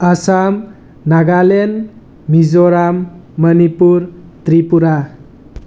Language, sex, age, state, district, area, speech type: Manipuri, male, 30-45, Manipur, Tengnoupal, urban, spontaneous